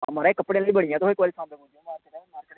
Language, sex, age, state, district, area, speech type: Dogri, male, 18-30, Jammu and Kashmir, Samba, rural, conversation